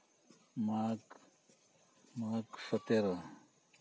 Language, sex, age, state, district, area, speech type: Santali, male, 60+, West Bengal, Purba Bardhaman, rural, spontaneous